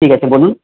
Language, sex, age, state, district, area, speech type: Bengali, male, 30-45, West Bengal, Paschim Bardhaman, urban, conversation